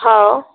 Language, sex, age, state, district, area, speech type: Marathi, female, 30-45, Maharashtra, Wardha, rural, conversation